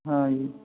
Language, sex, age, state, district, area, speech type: Punjabi, male, 30-45, Punjab, Fatehgarh Sahib, rural, conversation